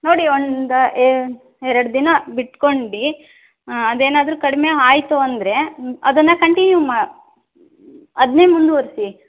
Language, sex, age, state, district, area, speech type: Kannada, female, 18-30, Karnataka, Davanagere, rural, conversation